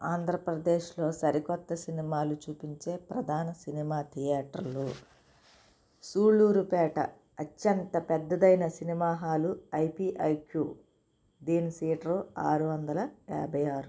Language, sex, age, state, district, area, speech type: Telugu, female, 30-45, Andhra Pradesh, Konaseema, rural, spontaneous